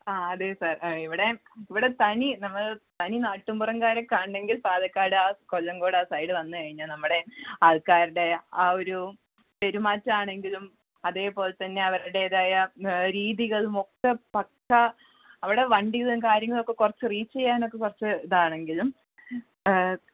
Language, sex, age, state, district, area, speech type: Malayalam, female, 18-30, Kerala, Pathanamthitta, rural, conversation